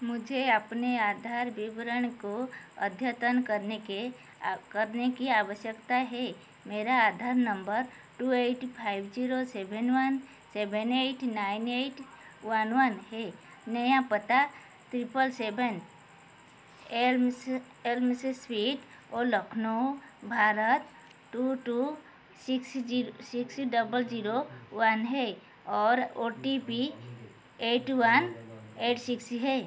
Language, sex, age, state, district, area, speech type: Hindi, female, 45-60, Madhya Pradesh, Chhindwara, rural, read